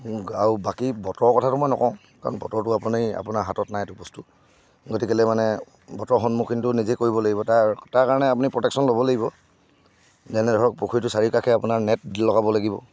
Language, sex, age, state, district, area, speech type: Assamese, male, 60+, Assam, Charaideo, urban, spontaneous